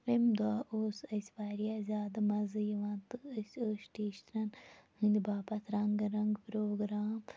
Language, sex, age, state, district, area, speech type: Kashmiri, female, 18-30, Jammu and Kashmir, Shopian, rural, spontaneous